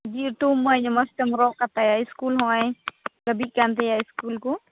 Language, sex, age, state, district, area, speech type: Santali, female, 18-30, West Bengal, Uttar Dinajpur, rural, conversation